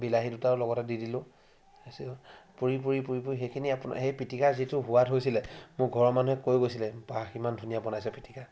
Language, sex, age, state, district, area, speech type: Assamese, male, 60+, Assam, Charaideo, rural, spontaneous